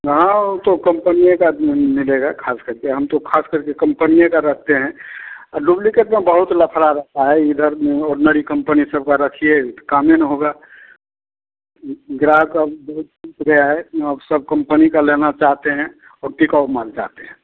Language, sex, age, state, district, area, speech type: Hindi, male, 60+, Bihar, Madhepura, urban, conversation